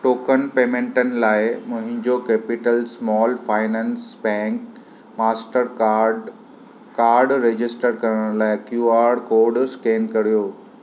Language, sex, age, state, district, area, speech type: Sindhi, male, 45-60, Maharashtra, Mumbai Suburban, urban, read